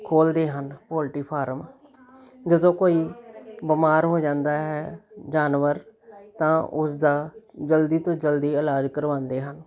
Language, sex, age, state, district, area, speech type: Punjabi, female, 60+, Punjab, Jalandhar, urban, spontaneous